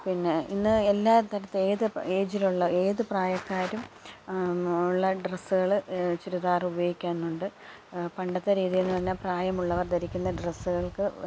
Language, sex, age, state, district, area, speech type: Malayalam, female, 45-60, Kerala, Alappuzha, rural, spontaneous